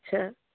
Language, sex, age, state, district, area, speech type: Bengali, female, 45-60, West Bengal, Darjeeling, rural, conversation